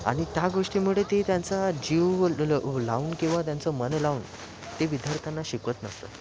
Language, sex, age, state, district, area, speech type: Marathi, male, 18-30, Maharashtra, Thane, urban, spontaneous